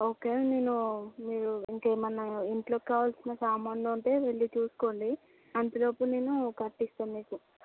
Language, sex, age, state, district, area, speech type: Telugu, female, 30-45, Andhra Pradesh, Visakhapatnam, urban, conversation